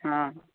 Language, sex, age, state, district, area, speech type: Malayalam, female, 60+, Kerala, Kottayam, rural, conversation